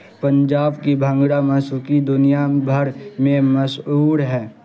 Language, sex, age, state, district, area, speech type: Urdu, male, 18-30, Bihar, Saharsa, rural, read